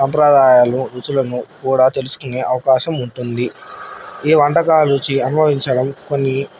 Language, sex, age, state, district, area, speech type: Telugu, male, 30-45, Andhra Pradesh, Nandyal, urban, spontaneous